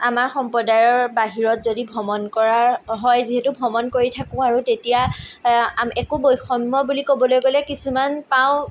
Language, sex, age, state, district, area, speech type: Assamese, female, 18-30, Assam, Majuli, urban, spontaneous